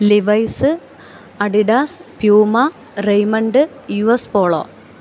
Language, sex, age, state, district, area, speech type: Malayalam, female, 30-45, Kerala, Alappuzha, rural, spontaneous